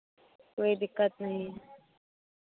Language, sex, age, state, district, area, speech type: Hindi, female, 18-30, Bihar, Madhepura, rural, conversation